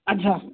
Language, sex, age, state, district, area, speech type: Marathi, female, 30-45, Maharashtra, Pune, urban, conversation